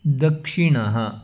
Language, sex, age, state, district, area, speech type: Sanskrit, male, 18-30, Karnataka, Chikkamagaluru, rural, read